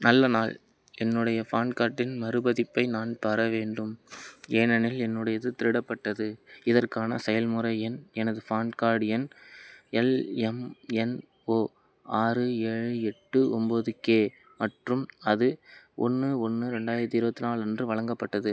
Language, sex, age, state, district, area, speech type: Tamil, male, 18-30, Tamil Nadu, Madurai, rural, read